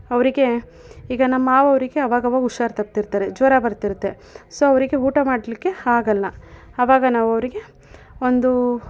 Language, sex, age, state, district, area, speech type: Kannada, female, 30-45, Karnataka, Mandya, rural, spontaneous